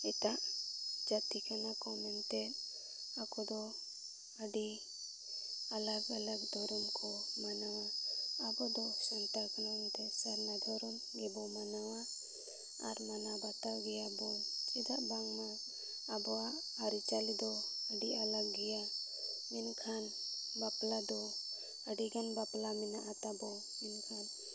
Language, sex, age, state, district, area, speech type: Santali, female, 18-30, Jharkhand, Seraikela Kharsawan, rural, spontaneous